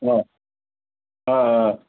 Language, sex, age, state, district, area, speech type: Tamil, male, 45-60, Tamil Nadu, Tiruchirappalli, rural, conversation